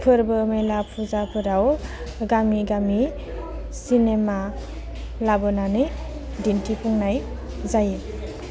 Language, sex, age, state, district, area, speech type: Bodo, female, 18-30, Assam, Udalguri, rural, spontaneous